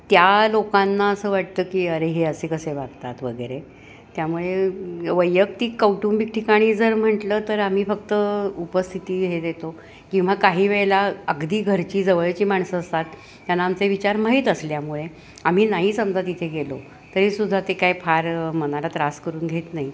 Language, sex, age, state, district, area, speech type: Marathi, female, 60+, Maharashtra, Kolhapur, urban, spontaneous